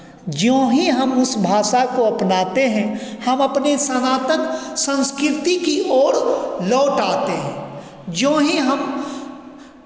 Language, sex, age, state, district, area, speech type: Hindi, male, 45-60, Bihar, Begusarai, urban, spontaneous